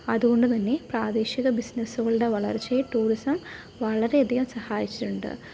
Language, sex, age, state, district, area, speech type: Malayalam, female, 18-30, Kerala, Pathanamthitta, urban, spontaneous